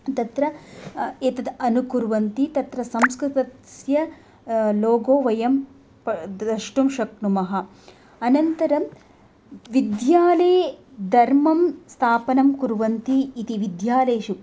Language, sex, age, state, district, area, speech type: Sanskrit, female, 30-45, Tamil Nadu, Coimbatore, rural, spontaneous